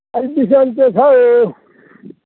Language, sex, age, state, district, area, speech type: Nepali, male, 45-60, West Bengal, Darjeeling, rural, conversation